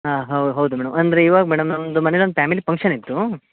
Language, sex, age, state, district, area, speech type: Kannada, male, 18-30, Karnataka, Uttara Kannada, rural, conversation